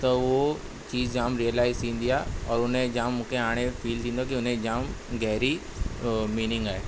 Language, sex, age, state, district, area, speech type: Sindhi, male, 18-30, Maharashtra, Thane, urban, spontaneous